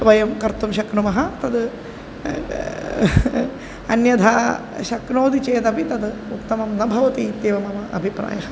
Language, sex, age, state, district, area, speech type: Sanskrit, female, 45-60, Kerala, Kozhikode, urban, spontaneous